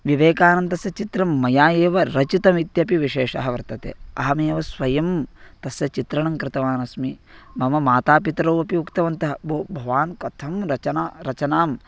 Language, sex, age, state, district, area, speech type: Sanskrit, male, 18-30, Karnataka, Vijayapura, rural, spontaneous